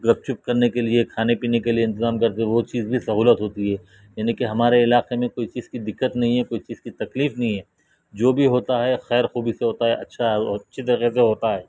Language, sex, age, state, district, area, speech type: Urdu, male, 45-60, Telangana, Hyderabad, urban, spontaneous